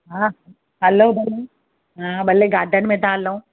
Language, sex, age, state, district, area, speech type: Sindhi, female, 45-60, Gujarat, Surat, urban, conversation